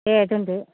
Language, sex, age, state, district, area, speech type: Bodo, female, 60+, Assam, Kokrajhar, rural, conversation